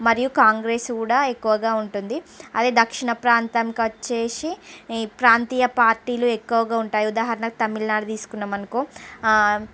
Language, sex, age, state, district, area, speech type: Telugu, female, 45-60, Andhra Pradesh, Srikakulam, urban, spontaneous